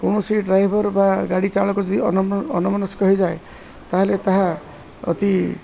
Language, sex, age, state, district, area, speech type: Odia, male, 60+, Odisha, Koraput, urban, spontaneous